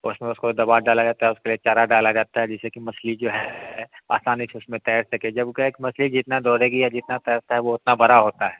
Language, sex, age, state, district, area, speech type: Hindi, male, 30-45, Bihar, Darbhanga, rural, conversation